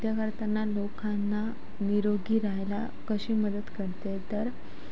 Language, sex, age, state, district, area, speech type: Marathi, female, 18-30, Maharashtra, Sindhudurg, rural, spontaneous